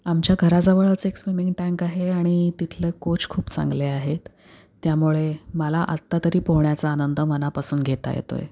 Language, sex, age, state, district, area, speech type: Marathi, female, 30-45, Maharashtra, Pune, urban, spontaneous